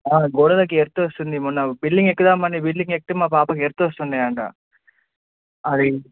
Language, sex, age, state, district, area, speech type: Telugu, male, 18-30, Telangana, Adilabad, urban, conversation